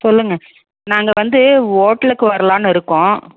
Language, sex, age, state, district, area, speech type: Tamil, female, 45-60, Tamil Nadu, Dharmapuri, rural, conversation